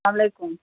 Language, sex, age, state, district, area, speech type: Kashmiri, female, 18-30, Jammu and Kashmir, Budgam, rural, conversation